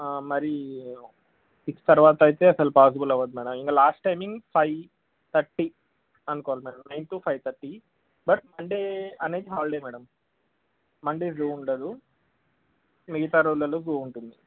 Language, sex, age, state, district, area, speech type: Telugu, male, 18-30, Telangana, Nalgonda, urban, conversation